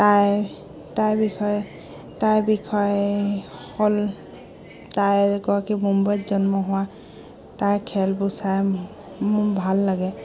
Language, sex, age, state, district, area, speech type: Assamese, female, 30-45, Assam, Dibrugarh, rural, spontaneous